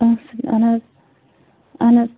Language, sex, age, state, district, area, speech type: Kashmiri, female, 30-45, Jammu and Kashmir, Bandipora, rural, conversation